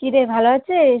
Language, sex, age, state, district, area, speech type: Bengali, female, 18-30, West Bengal, South 24 Parganas, rural, conversation